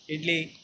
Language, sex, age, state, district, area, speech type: Telugu, male, 60+, Telangana, Hyderabad, urban, spontaneous